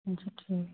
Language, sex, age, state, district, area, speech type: Maithili, male, 18-30, Bihar, Muzaffarpur, rural, conversation